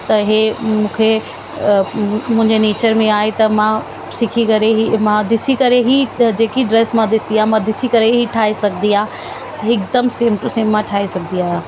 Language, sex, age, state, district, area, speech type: Sindhi, female, 30-45, Delhi, South Delhi, urban, spontaneous